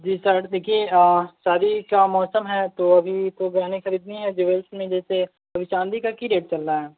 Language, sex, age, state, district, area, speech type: Hindi, male, 18-30, Bihar, Vaishali, urban, conversation